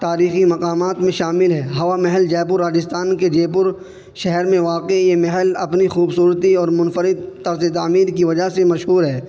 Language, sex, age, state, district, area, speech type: Urdu, male, 18-30, Uttar Pradesh, Saharanpur, urban, spontaneous